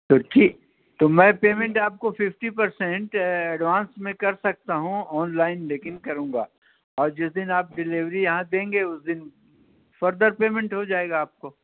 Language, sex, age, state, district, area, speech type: Urdu, male, 60+, Delhi, North East Delhi, urban, conversation